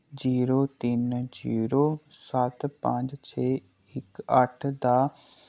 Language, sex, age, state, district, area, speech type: Dogri, male, 18-30, Jammu and Kashmir, Kathua, rural, read